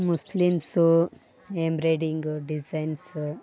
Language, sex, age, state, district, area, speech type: Kannada, female, 18-30, Karnataka, Vijayanagara, rural, spontaneous